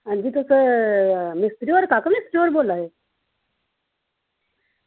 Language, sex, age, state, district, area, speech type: Dogri, female, 45-60, Jammu and Kashmir, Samba, rural, conversation